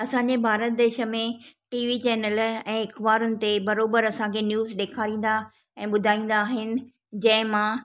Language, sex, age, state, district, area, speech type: Sindhi, female, 45-60, Maharashtra, Thane, urban, spontaneous